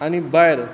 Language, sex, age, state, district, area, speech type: Goan Konkani, male, 30-45, Goa, Quepem, rural, spontaneous